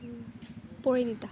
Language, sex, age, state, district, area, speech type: Assamese, female, 18-30, Assam, Kamrup Metropolitan, rural, spontaneous